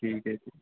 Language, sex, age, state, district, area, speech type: Hindi, male, 30-45, Madhya Pradesh, Harda, urban, conversation